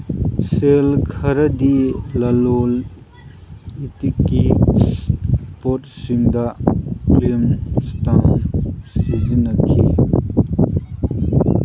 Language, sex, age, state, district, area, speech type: Manipuri, male, 30-45, Manipur, Kangpokpi, urban, read